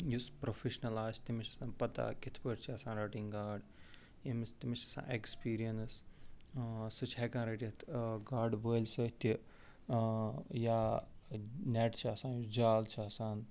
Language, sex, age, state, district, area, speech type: Kashmiri, male, 45-60, Jammu and Kashmir, Ganderbal, urban, spontaneous